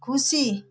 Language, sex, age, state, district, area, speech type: Nepali, female, 45-60, West Bengal, Darjeeling, rural, read